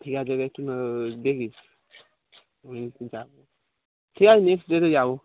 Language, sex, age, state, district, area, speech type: Bengali, male, 18-30, West Bengal, Dakshin Dinajpur, urban, conversation